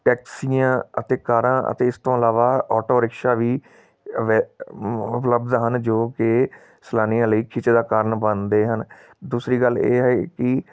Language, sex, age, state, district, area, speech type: Punjabi, male, 30-45, Punjab, Tarn Taran, urban, spontaneous